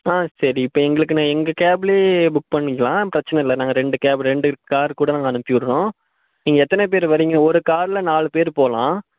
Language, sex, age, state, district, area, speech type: Tamil, male, 45-60, Tamil Nadu, Mayiladuthurai, rural, conversation